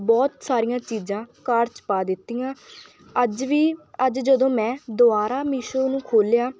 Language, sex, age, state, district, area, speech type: Punjabi, female, 18-30, Punjab, Mansa, rural, spontaneous